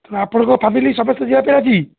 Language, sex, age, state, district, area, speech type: Odia, male, 60+, Odisha, Jharsuguda, rural, conversation